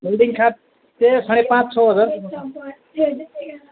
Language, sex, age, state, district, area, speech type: Nepali, male, 30-45, West Bengal, Alipurduar, urban, conversation